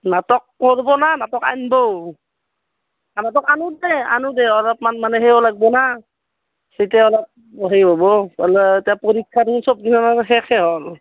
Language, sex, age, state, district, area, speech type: Assamese, female, 45-60, Assam, Udalguri, rural, conversation